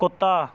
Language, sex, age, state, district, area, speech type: Punjabi, male, 18-30, Punjab, Shaheed Bhagat Singh Nagar, rural, read